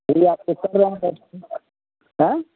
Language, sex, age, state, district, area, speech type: Hindi, male, 60+, Uttar Pradesh, Ayodhya, rural, conversation